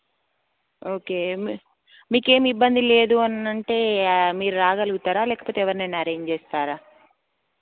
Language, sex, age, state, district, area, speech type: Telugu, female, 30-45, Telangana, Karimnagar, urban, conversation